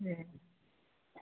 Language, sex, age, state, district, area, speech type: Maithili, female, 45-60, Bihar, Madhepura, rural, conversation